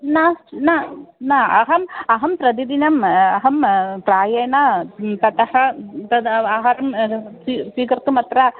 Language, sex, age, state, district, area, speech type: Sanskrit, female, 45-60, Kerala, Kottayam, rural, conversation